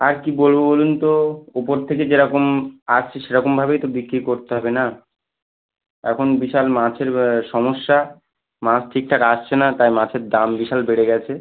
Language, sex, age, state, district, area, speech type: Bengali, male, 18-30, West Bengal, Howrah, urban, conversation